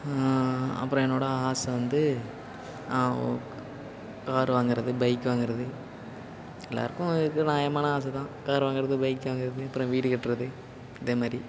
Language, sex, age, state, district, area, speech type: Tamil, male, 18-30, Tamil Nadu, Nagapattinam, rural, spontaneous